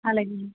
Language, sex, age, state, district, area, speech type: Telugu, female, 45-60, Andhra Pradesh, East Godavari, rural, conversation